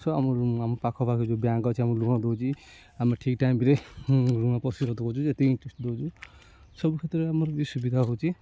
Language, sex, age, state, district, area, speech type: Odia, male, 30-45, Odisha, Kendujhar, urban, spontaneous